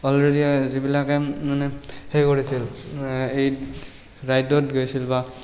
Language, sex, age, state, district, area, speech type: Assamese, male, 18-30, Assam, Barpeta, rural, spontaneous